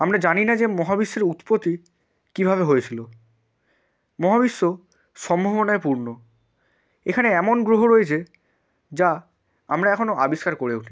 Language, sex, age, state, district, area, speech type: Bengali, male, 18-30, West Bengal, Hooghly, urban, spontaneous